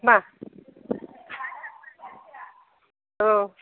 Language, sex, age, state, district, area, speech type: Bodo, female, 60+, Assam, Chirang, rural, conversation